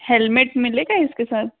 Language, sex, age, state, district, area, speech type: Hindi, female, 60+, Madhya Pradesh, Bhopal, urban, conversation